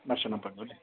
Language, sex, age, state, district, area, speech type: Malayalam, male, 30-45, Kerala, Malappuram, rural, conversation